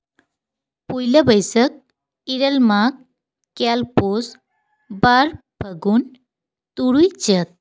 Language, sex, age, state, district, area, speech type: Santali, female, 18-30, West Bengal, Paschim Bardhaman, rural, spontaneous